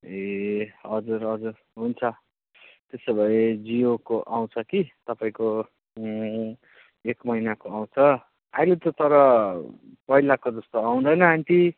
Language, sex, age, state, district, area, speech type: Nepali, male, 30-45, West Bengal, Darjeeling, rural, conversation